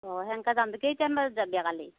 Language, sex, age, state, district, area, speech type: Assamese, female, 30-45, Assam, Darrang, rural, conversation